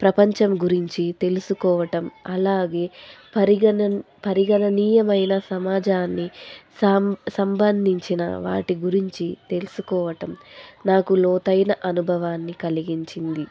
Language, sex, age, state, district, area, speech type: Telugu, female, 18-30, Andhra Pradesh, Anantapur, rural, spontaneous